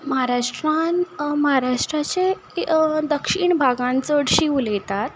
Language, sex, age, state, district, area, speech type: Goan Konkani, female, 30-45, Goa, Ponda, rural, spontaneous